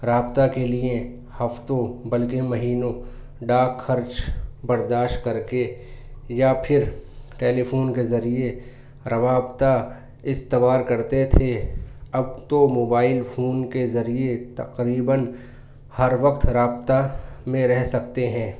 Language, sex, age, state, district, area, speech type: Urdu, male, 30-45, Delhi, Central Delhi, urban, spontaneous